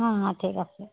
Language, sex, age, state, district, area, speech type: Assamese, female, 18-30, Assam, Jorhat, urban, conversation